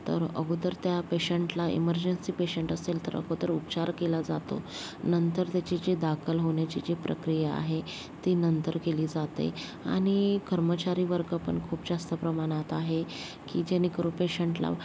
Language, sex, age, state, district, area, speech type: Marathi, female, 18-30, Maharashtra, Yavatmal, rural, spontaneous